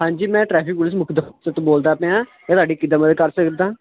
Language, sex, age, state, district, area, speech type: Punjabi, male, 18-30, Punjab, Ludhiana, urban, conversation